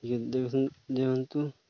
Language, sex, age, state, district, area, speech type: Odia, male, 30-45, Odisha, Nabarangpur, urban, spontaneous